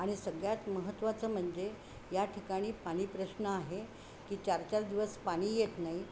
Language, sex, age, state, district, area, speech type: Marathi, female, 60+, Maharashtra, Yavatmal, urban, spontaneous